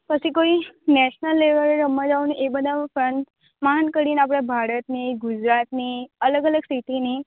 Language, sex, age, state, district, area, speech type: Gujarati, female, 18-30, Gujarat, Narmada, rural, conversation